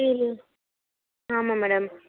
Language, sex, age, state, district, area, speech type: Tamil, female, 30-45, Tamil Nadu, Nagapattinam, rural, conversation